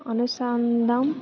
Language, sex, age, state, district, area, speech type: Telugu, female, 18-30, Telangana, Ranga Reddy, rural, spontaneous